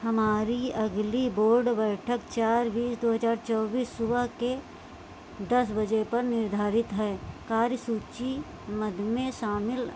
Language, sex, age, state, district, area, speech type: Hindi, female, 45-60, Uttar Pradesh, Sitapur, rural, read